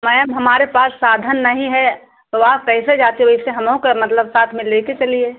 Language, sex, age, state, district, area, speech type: Hindi, female, 60+, Uttar Pradesh, Ayodhya, rural, conversation